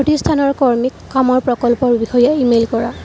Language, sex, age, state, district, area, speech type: Assamese, female, 18-30, Assam, Kamrup Metropolitan, urban, read